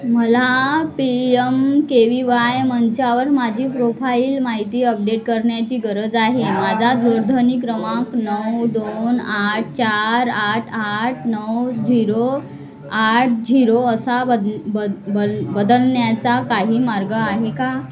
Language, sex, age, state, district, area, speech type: Marathi, female, 30-45, Maharashtra, Wardha, rural, read